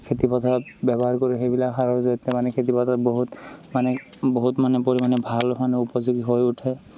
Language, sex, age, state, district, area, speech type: Assamese, male, 18-30, Assam, Barpeta, rural, spontaneous